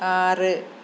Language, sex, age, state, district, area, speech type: Malayalam, female, 30-45, Kerala, Malappuram, rural, read